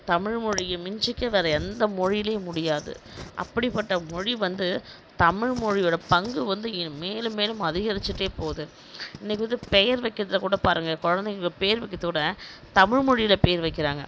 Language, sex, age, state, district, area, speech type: Tamil, female, 30-45, Tamil Nadu, Kallakurichi, rural, spontaneous